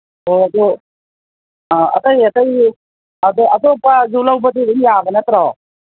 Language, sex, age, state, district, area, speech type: Manipuri, female, 60+, Manipur, Kangpokpi, urban, conversation